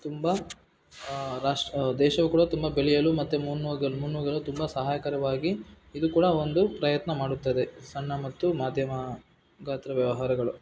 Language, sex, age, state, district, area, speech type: Kannada, male, 18-30, Karnataka, Bangalore Rural, urban, spontaneous